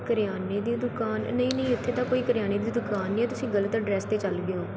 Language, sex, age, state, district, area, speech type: Punjabi, female, 18-30, Punjab, Pathankot, urban, spontaneous